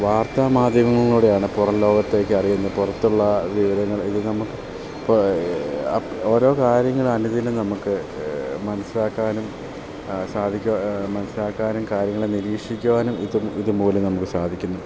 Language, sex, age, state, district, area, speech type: Malayalam, male, 30-45, Kerala, Idukki, rural, spontaneous